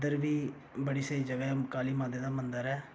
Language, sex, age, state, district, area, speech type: Dogri, male, 18-30, Jammu and Kashmir, Reasi, rural, spontaneous